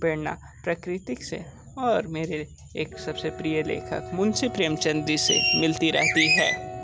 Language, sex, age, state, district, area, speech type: Hindi, male, 30-45, Uttar Pradesh, Sonbhadra, rural, spontaneous